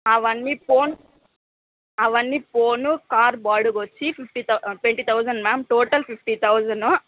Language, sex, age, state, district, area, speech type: Telugu, female, 18-30, Andhra Pradesh, Sri Balaji, rural, conversation